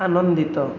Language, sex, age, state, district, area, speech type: Odia, male, 18-30, Odisha, Cuttack, urban, read